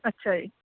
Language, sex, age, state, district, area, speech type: Punjabi, female, 30-45, Punjab, Mohali, rural, conversation